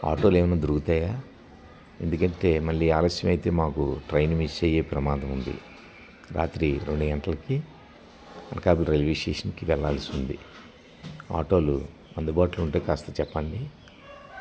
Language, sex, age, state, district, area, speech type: Telugu, male, 60+, Andhra Pradesh, Anakapalli, urban, spontaneous